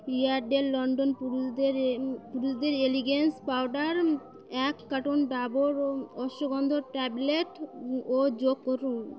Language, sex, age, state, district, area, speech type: Bengali, female, 18-30, West Bengal, Birbhum, urban, read